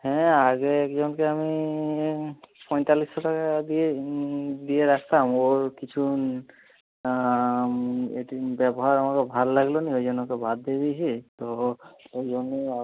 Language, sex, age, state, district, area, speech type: Bengali, male, 30-45, West Bengal, Jhargram, rural, conversation